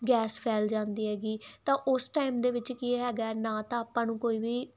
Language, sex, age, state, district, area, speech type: Punjabi, female, 18-30, Punjab, Muktsar, urban, spontaneous